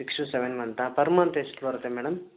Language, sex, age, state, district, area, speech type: Kannada, male, 30-45, Karnataka, Chikkamagaluru, urban, conversation